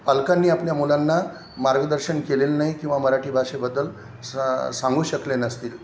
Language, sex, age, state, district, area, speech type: Marathi, male, 60+, Maharashtra, Nanded, urban, spontaneous